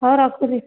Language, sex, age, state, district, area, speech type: Odia, female, 30-45, Odisha, Sambalpur, rural, conversation